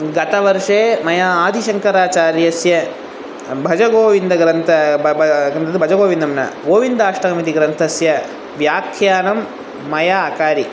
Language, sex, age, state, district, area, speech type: Sanskrit, male, 18-30, Tamil Nadu, Chennai, urban, spontaneous